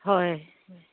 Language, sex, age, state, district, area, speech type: Assamese, female, 60+, Assam, Dibrugarh, rural, conversation